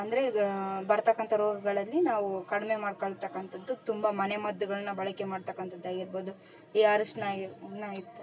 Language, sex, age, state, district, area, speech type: Kannada, female, 30-45, Karnataka, Vijayanagara, rural, spontaneous